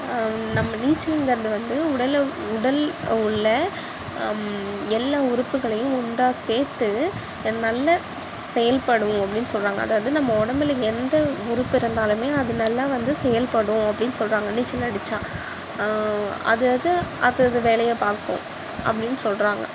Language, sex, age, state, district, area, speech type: Tamil, female, 18-30, Tamil Nadu, Nagapattinam, rural, spontaneous